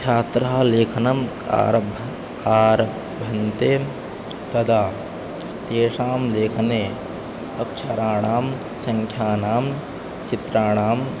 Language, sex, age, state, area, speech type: Sanskrit, male, 18-30, Uttar Pradesh, urban, spontaneous